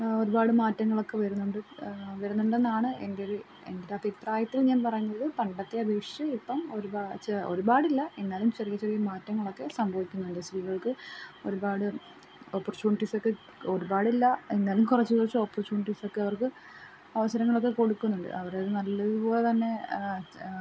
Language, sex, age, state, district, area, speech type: Malayalam, female, 18-30, Kerala, Kollam, rural, spontaneous